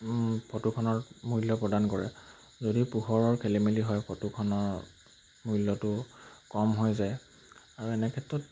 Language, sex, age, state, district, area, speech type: Assamese, male, 18-30, Assam, Majuli, urban, spontaneous